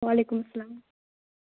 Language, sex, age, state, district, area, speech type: Kashmiri, female, 30-45, Jammu and Kashmir, Anantnag, rural, conversation